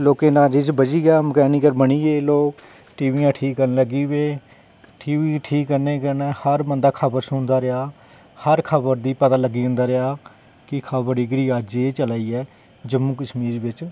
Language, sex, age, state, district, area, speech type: Dogri, male, 30-45, Jammu and Kashmir, Jammu, rural, spontaneous